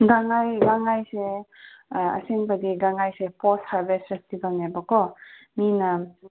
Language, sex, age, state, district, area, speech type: Manipuri, female, 18-30, Manipur, Senapati, urban, conversation